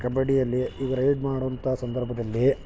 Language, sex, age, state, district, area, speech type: Kannada, male, 18-30, Karnataka, Mandya, urban, spontaneous